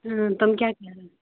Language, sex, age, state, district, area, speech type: Kashmiri, female, 30-45, Jammu and Kashmir, Bandipora, rural, conversation